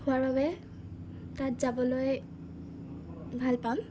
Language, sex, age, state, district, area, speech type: Assamese, female, 18-30, Assam, Jorhat, urban, spontaneous